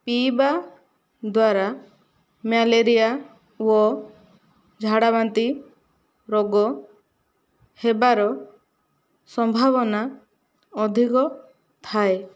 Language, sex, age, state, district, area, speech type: Odia, female, 18-30, Odisha, Kandhamal, rural, spontaneous